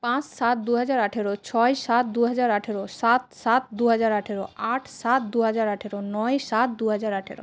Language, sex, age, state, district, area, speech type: Bengali, female, 30-45, West Bengal, Paschim Bardhaman, urban, spontaneous